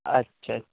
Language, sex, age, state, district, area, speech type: Urdu, male, 18-30, Uttar Pradesh, Ghaziabad, urban, conversation